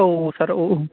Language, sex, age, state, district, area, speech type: Bodo, male, 18-30, Assam, Baksa, rural, conversation